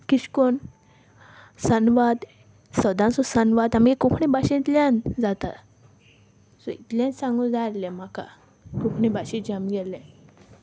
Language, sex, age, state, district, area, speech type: Goan Konkani, female, 18-30, Goa, Salcete, rural, spontaneous